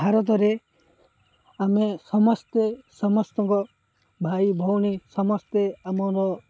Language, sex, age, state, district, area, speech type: Odia, male, 18-30, Odisha, Ganjam, urban, spontaneous